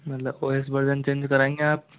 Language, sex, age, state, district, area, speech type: Hindi, male, 60+, Rajasthan, Jaipur, urban, conversation